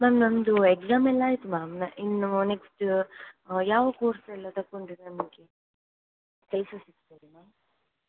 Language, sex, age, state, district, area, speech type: Kannada, female, 18-30, Karnataka, Shimoga, rural, conversation